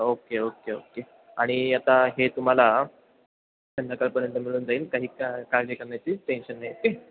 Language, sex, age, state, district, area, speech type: Marathi, male, 18-30, Maharashtra, Ahmednagar, urban, conversation